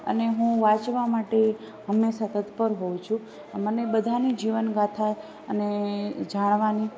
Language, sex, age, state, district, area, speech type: Gujarati, female, 30-45, Gujarat, Rajkot, rural, spontaneous